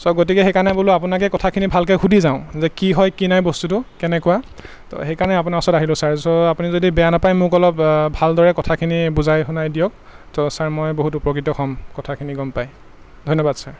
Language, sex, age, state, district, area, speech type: Assamese, male, 18-30, Assam, Golaghat, urban, spontaneous